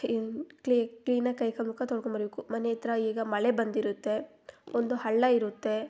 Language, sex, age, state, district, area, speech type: Kannada, female, 18-30, Karnataka, Kolar, rural, spontaneous